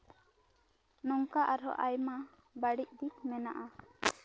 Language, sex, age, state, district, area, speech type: Santali, female, 18-30, West Bengal, Bankura, rural, spontaneous